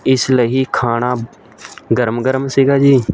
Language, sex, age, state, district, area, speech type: Punjabi, male, 18-30, Punjab, Shaheed Bhagat Singh Nagar, rural, spontaneous